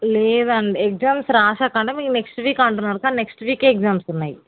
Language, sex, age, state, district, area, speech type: Telugu, female, 18-30, Telangana, Mahbubnagar, rural, conversation